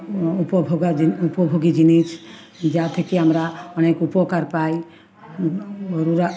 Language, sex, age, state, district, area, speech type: Bengali, female, 45-60, West Bengal, Uttar Dinajpur, urban, spontaneous